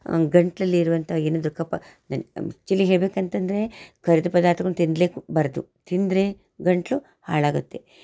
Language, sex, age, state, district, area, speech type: Kannada, female, 45-60, Karnataka, Shimoga, rural, spontaneous